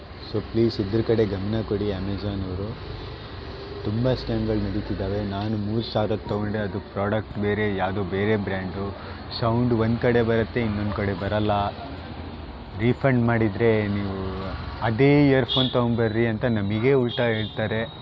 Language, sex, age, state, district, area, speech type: Kannada, male, 30-45, Karnataka, Shimoga, rural, spontaneous